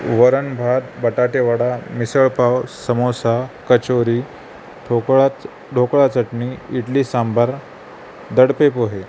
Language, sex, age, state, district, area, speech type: Marathi, male, 45-60, Maharashtra, Nanded, rural, spontaneous